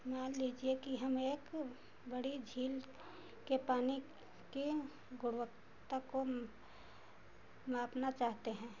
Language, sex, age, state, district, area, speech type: Hindi, female, 60+, Uttar Pradesh, Ayodhya, urban, read